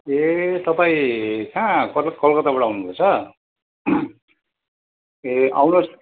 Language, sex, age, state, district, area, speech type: Nepali, male, 60+, West Bengal, Kalimpong, rural, conversation